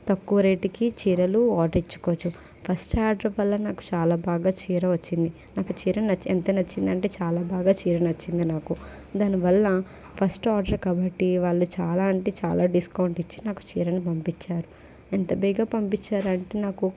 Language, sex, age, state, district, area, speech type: Telugu, female, 18-30, Andhra Pradesh, Kakinada, urban, spontaneous